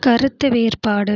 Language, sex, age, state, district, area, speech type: Tamil, female, 18-30, Tamil Nadu, Tiruvarur, rural, read